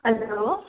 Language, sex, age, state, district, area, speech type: Nepali, female, 18-30, West Bengal, Darjeeling, rural, conversation